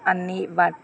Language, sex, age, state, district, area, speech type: Telugu, female, 30-45, Andhra Pradesh, Eluru, rural, spontaneous